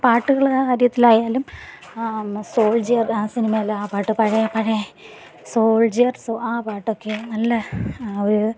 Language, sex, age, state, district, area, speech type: Malayalam, female, 30-45, Kerala, Thiruvananthapuram, rural, spontaneous